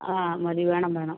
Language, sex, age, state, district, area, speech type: Malayalam, female, 45-60, Kerala, Wayanad, rural, conversation